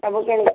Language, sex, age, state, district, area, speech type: Odia, female, 30-45, Odisha, Nayagarh, rural, conversation